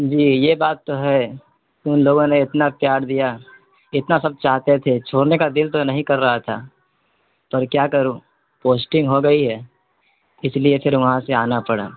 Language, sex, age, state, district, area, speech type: Urdu, male, 30-45, Bihar, East Champaran, urban, conversation